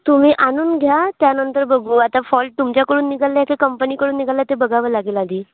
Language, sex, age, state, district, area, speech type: Marathi, female, 18-30, Maharashtra, Bhandara, rural, conversation